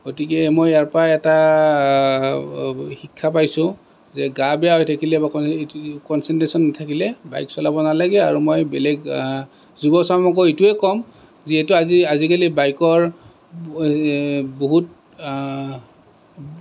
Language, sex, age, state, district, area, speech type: Assamese, male, 30-45, Assam, Kamrup Metropolitan, urban, spontaneous